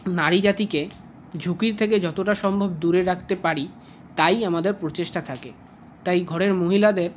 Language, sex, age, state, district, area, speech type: Bengali, male, 45-60, West Bengal, Paschim Bardhaman, urban, spontaneous